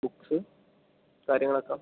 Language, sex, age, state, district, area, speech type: Malayalam, male, 18-30, Kerala, Palakkad, rural, conversation